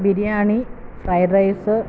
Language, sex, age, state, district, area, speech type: Malayalam, female, 45-60, Kerala, Kottayam, rural, spontaneous